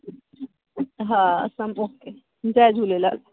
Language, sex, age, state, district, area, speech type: Sindhi, female, 30-45, Delhi, South Delhi, urban, conversation